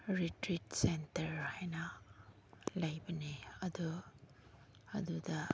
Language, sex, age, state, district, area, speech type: Manipuri, female, 30-45, Manipur, Senapati, rural, spontaneous